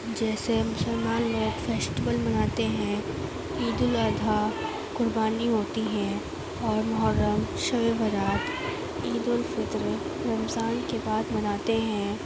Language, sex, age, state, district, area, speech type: Urdu, female, 18-30, Uttar Pradesh, Gautam Buddha Nagar, urban, spontaneous